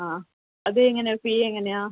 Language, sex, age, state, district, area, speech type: Malayalam, female, 30-45, Kerala, Kasaragod, rural, conversation